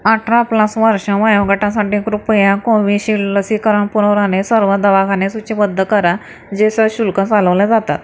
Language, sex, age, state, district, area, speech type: Marathi, female, 45-60, Maharashtra, Akola, urban, read